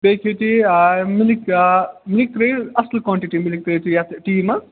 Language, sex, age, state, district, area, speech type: Kashmiri, male, 30-45, Jammu and Kashmir, Srinagar, urban, conversation